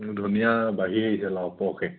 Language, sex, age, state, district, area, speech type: Assamese, male, 30-45, Assam, Charaideo, urban, conversation